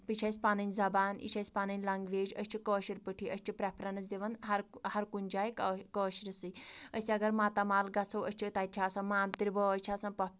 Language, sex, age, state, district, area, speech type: Kashmiri, female, 18-30, Jammu and Kashmir, Anantnag, rural, spontaneous